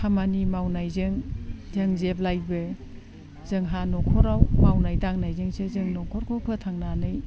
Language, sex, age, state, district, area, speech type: Bodo, female, 60+, Assam, Udalguri, rural, spontaneous